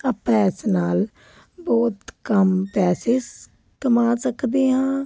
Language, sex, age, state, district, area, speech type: Punjabi, female, 30-45, Punjab, Fazilka, rural, spontaneous